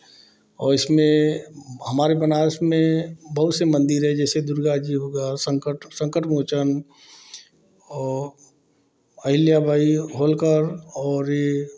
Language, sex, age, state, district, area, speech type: Hindi, male, 45-60, Uttar Pradesh, Varanasi, urban, spontaneous